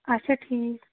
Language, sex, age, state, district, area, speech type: Kashmiri, female, 30-45, Jammu and Kashmir, Shopian, rural, conversation